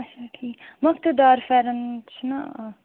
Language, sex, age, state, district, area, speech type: Kashmiri, female, 18-30, Jammu and Kashmir, Ganderbal, rural, conversation